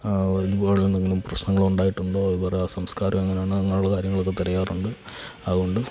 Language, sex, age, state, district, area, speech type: Malayalam, male, 45-60, Kerala, Alappuzha, rural, spontaneous